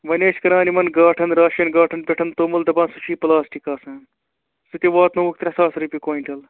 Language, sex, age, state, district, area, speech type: Kashmiri, male, 30-45, Jammu and Kashmir, Srinagar, urban, conversation